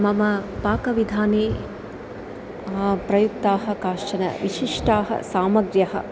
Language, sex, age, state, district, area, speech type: Sanskrit, female, 30-45, Andhra Pradesh, Chittoor, urban, spontaneous